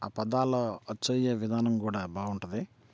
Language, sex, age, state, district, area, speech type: Telugu, male, 45-60, Andhra Pradesh, Bapatla, rural, spontaneous